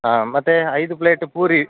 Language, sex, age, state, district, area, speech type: Kannada, male, 30-45, Karnataka, Udupi, rural, conversation